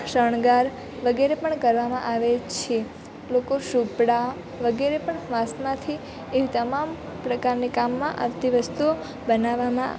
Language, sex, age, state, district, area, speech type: Gujarati, female, 18-30, Gujarat, Valsad, rural, spontaneous